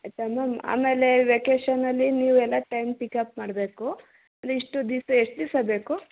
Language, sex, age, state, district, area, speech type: Kannada, female, 30-45, Karnataka, Hassan, urban, conversation